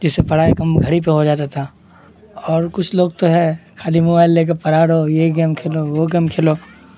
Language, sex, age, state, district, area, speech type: Urdu, male, 18-30, Bihar, Supaul, rural, spontaneous